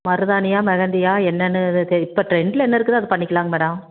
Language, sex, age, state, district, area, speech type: Tamil, female, 45-60, Tamil Nadu, Tiruppur, rural, conversation